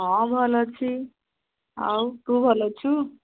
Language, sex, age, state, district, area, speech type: Odia, female, 60+, Odisha, Angul, rural, conversation